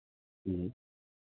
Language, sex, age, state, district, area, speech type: Hindi, male, 60+, Uttar Pradesh, Sitapur, rural, conversation